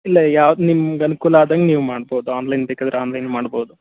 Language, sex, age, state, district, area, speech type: Kannada, male, 45-60, Karnataka, Tumkur, rural, conversation